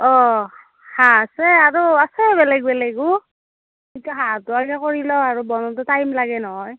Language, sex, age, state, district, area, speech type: Assamese, female, 18-30, Assam, Darrang, rural, conversation